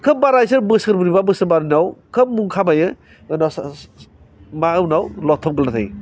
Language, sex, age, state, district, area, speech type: Bodo, male, 45-60, Assam, Baksa, urban, spontaneous